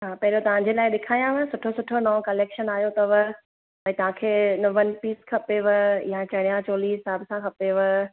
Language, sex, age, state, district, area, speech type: Sindhi, female, 30-45, Gujarat, Surat, urban, conversation